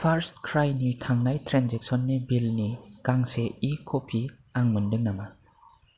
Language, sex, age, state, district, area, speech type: Bodo, male, 18-30, Assam, Kokrajhar, rural, read